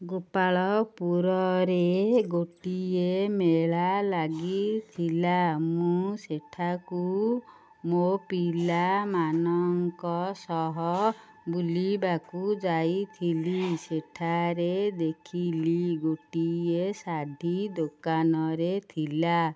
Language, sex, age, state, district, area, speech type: Odia, female, 30-45, Odisha, Ganjam, urban, spontaneous